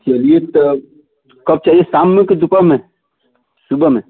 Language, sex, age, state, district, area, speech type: Hindi, male, 45-60, Uttar Pradesh, Chandauli, urban, conversation